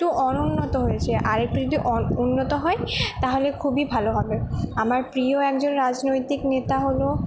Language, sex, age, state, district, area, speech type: Bengali, female, 18-30, West Bengal, Purba Bardhaman, urban, spontaneous